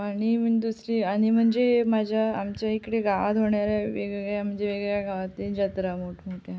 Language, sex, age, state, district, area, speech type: Marathi, female, 18-30, Maharashtra, Sindhudurg, rural, spontaneous